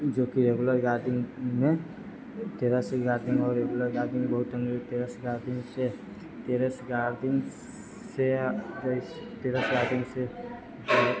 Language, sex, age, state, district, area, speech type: Maithili, male, 30-45, Bihar, Sitamarhi, urban, spontaneous